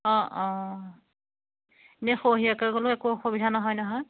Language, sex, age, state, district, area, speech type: Assamese, female, 30-45, Assam, Majuli, urban, conversation